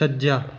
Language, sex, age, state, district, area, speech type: Punjabi, male, 30-45, Punjab, Mohali, rural, read